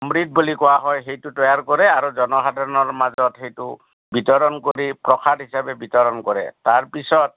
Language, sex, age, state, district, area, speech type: Assamese, male, 60+, Assam, Udalguri, urban, conversation